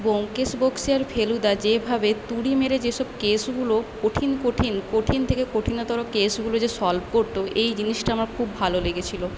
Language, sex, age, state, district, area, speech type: Bengali, female, 18-30, West Bengal, Paschim Medinipur, rural, spontaneous